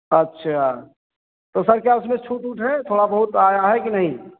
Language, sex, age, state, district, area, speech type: Hindi, male, 45-60, Uttar Pradesh, Ayodhya, rural, conversation